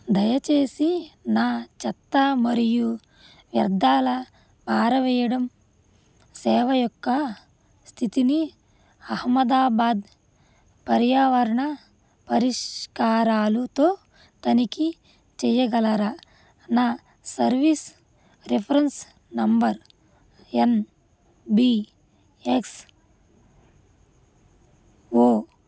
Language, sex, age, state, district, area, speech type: Telugu, female, 30-45, Andhra Pradesh, Krishna, rural, read